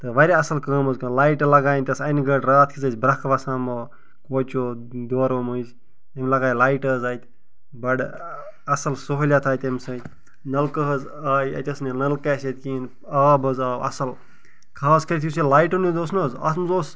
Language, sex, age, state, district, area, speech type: Kashmiri, male, 30-45, Jammu and Kashmir, Bandipora, rural, spontaneous